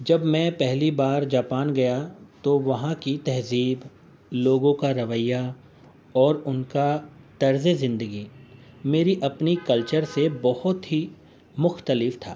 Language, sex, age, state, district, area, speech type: Urdu, male, 45-60, Uttar Pradesh, Gautam Buddha Nagar, urban, spontaneous